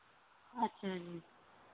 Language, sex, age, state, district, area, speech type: Punjabi, female, 45-60, Punjab, Mohali, urban, conversation